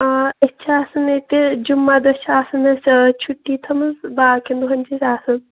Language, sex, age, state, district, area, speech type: Kashmiri, female, 18-30, Jammu and Kashmir, Kulgam, rural, conversation